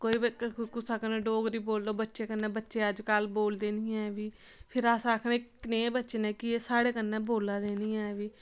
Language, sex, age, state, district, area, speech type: Dogri, female, 18-30, Jammu and Kashmir, Samba, rural, spontaneous